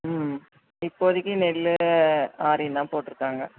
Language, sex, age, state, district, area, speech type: Tamil, female, 60+, Tamil Nadu, Dharmapuri, urban, conversation